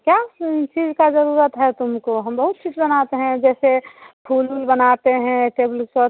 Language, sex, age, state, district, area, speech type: Hindi, female, 30-45, Bihar, Muzaffarpur, rural, conversation